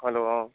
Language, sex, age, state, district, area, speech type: Assamese, male, 45-60, Assam, Nagaon, rural, conversation